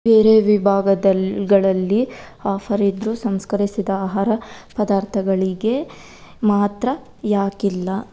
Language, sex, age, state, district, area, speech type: Kannada, female, 18-30, Karnataka, Kolar, rural, read